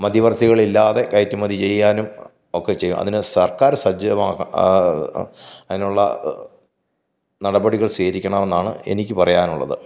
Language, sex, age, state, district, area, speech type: Malayalam, male, 45-60, Kerala, Pathanamthitta, rural, spontaneous